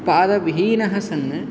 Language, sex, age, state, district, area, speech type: Sanskrit, male, 18-30, Andhra Pradesh, Guntur, urban, spontaneous